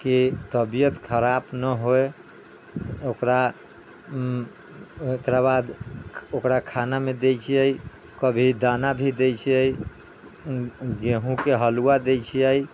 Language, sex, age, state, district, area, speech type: Maithili, male, 60+, Bihar, Sitamarhi, rural, spontaneous